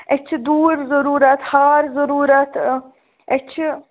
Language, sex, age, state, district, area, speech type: Kashmiri, female, 18-30, Jammu and Kashmir, Shopian, urban, conversation